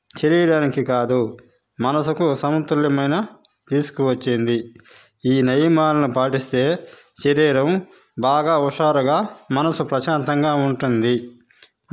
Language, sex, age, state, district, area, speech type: Telugu, male, 45-60, Andhra Pradesh, Sri Balaji, rural, spontaneous